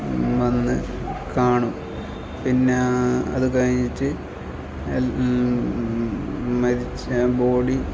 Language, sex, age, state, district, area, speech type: Malayalam, male, 30-45, Kerala, Kasaragod, rural, spontaneous